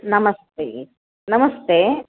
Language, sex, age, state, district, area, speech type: Sanskrit, female, 30-45, Karnataka, Shimoga, urban, conversation